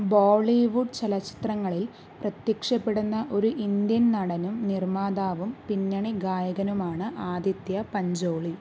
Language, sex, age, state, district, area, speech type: Malayalam, female, 45-60, Kerala, Palakkad, rural, read